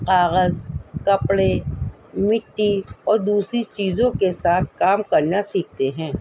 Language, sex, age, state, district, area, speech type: Urdu, female, 60+, Delhi, North East Delhi, urban, spontaneous